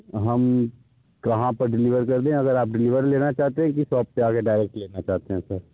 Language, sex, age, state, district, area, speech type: Hindi, male, 60+, Uttar Pradesh, Sonbhadra, rural, conversation